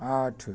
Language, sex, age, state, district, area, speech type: Maithili, male, 60+, Bihar, Muzaffarpur, urban, read